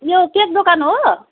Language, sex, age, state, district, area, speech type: Nepali, female, 30-45, West Bengal, Kalimpong, rural, conversation